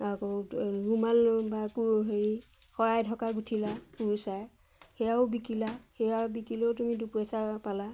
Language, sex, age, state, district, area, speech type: Assamese, female, 45-60, Assam, Majuli, urban, spontaneous